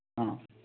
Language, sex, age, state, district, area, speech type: Odia, male, 45-60, Odisha, Nuapada, urban, conversation